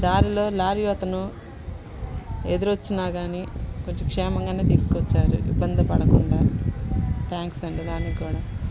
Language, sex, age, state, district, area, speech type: Telugu, female, 30-45, Andhra Pradesh, Bapatla, urban, spontaneous